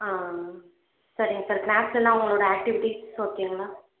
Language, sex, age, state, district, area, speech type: Tamil, female, 18-30, Tamil Nadu, Krishnagiri, rural, conversation